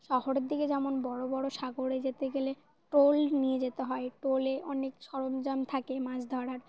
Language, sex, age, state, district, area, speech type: Bengali, female, 18-30, West Bengal, Dakshin Dinajpur, urban, spontaneous